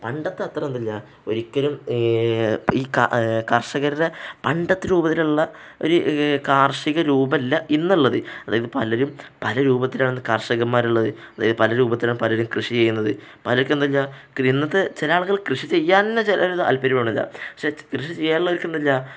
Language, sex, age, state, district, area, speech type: Malayalam, male, 18-30, Kerala, Palakkad, rural, spontaneous